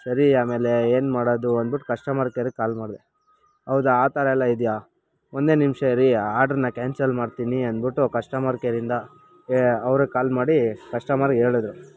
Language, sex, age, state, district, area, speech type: Kannada, male, 30-45, Karnataka, Bangalore Rural, rural, spontaneous